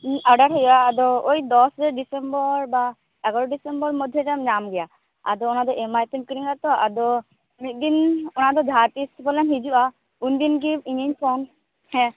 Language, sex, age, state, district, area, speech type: Santali, female, 18-30, West Bengal, Purba Bardhaman, rural, conversation